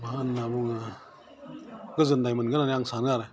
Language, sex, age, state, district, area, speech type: Bodo, male, 45-60, Assam, Udalguri, urban, spontaneous